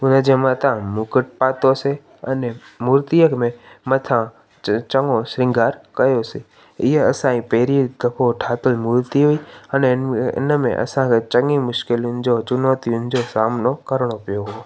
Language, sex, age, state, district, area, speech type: Sindhi, male, 18-30, Gujarat, Junagadh, rural, spontaneous